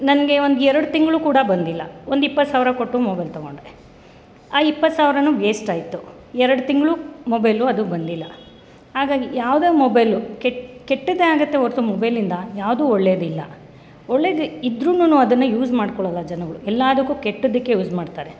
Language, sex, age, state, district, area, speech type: Kannada, male, 30-45, Karnataka, Bangalore Rural, rural, spontaneous